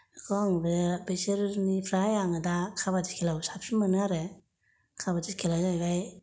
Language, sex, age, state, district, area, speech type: Bodo, female, 30-45, Assam, Kokrajhar, rural, spontaneous